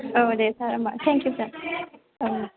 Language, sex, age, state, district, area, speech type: Bodo, female, 18-30, Assam, Chirang, rural, conversation